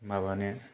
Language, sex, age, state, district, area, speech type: Bodo, male, 30-45, Assam, Kokrajhar, rural, spontaneous